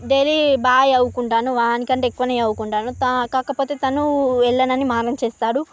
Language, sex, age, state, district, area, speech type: Telugu, female, 45-60, Andhra Pradesh, Srikakulam, urban, spontaneous